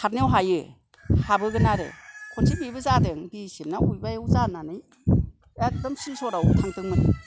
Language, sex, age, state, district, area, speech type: Bodo, female, 60+, Assam, Kokrajhar, rural, spontaneous